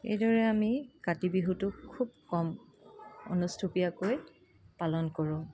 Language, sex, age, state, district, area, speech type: Assamese, female, 30-45, Assam, Dibrugarh, urban, spontaneous